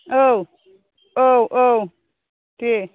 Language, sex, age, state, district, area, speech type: Bodo, female, 60+, Assam, Chirang, rural, conversation